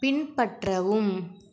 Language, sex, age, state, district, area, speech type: Tamil, female, 30-45, Tamil Nadu, Mayiladuthurai, urban, read